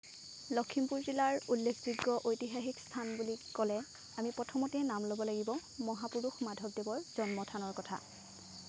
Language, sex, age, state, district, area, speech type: Assamese, female, 18-30, Assam, Lakhimpur, rural, spontaneous